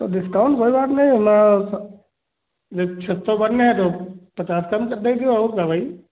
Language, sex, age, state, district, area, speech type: Hindi, male, 45-60, Uttar Pradesh, Hardoi, rural, conversation